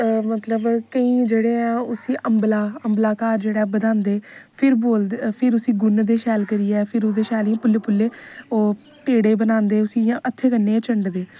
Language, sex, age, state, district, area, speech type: Dogri, female, 18-30, Jammu and Kashmir, Samba, rural, spontaneous